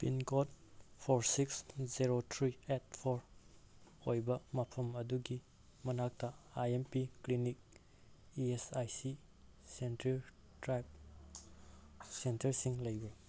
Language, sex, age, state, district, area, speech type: Manipuri, male, 18-30, Manipur, Kangpokpi, urban, read